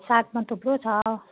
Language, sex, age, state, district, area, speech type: Nepali, female, 45-60, West Bengal, Jalpaiguri, rural, conversation